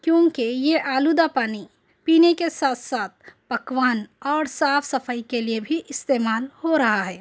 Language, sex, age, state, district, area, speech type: Urdu, female, 30-45, Telangana, Hyderabad, urban, spontaneous